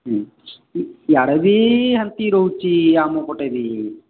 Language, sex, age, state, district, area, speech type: Odia, male, 45-60, Odisha, Sambalpur, rural, conversation